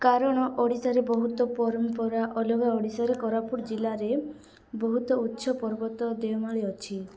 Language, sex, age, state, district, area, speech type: Odia, female, 18-30, Odisha, Koraput, urban, spontaneous